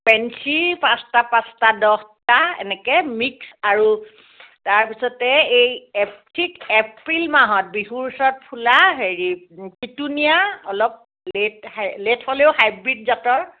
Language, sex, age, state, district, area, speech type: Assamese, female, 60+, Assam, Dibrugarh, rural, conversation